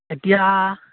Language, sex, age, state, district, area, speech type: Assamese, male, 18-30, Assam, Sivasagar, rural, conversation